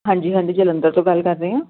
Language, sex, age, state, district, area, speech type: Punjabi, female, 30-45, Punjab, Jalandhar, urban, conversation